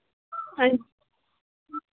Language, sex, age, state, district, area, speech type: Dogri, female, 30-45, Jammu and Kashmir, Samba, rural, conversation